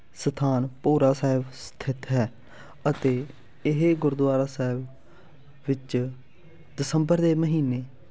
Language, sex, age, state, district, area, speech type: Punjabi, male, 18-30, Punjab, Fatehgarh Sahib, rural, spontaneous